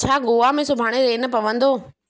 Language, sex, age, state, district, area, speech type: Sindhi, female, 18-30, Rajasthan, Ajmer, urban, read